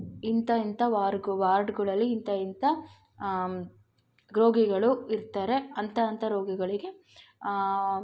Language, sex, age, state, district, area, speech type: Kannada, female, 18-30, Karnataka, Tumkur, rural, spontaneous